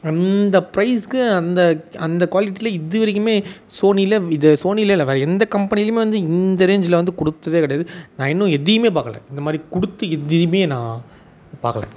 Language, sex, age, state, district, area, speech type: Tamil, male, 18-30, Tamil Nadu, Tiruvannamalai, urban, spontaneous